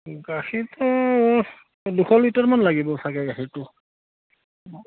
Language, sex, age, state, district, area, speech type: Assamese, male, 45-60, Assam, Udalguri, rural, conversation